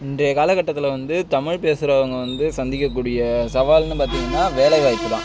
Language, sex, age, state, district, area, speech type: Tamil, male, 60+, Tamil Nadu, Mayiladuthurai, rural, spontaneous